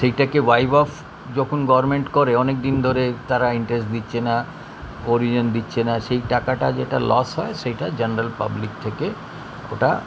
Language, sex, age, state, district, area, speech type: Bengali, male, 60+, West Bengal, Kolkata, urban, spontaneous